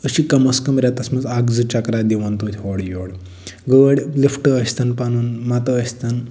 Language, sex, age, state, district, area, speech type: Kashmiri, male, 45-60, Jammu and Kashmir, Budgam, urban, spontaneous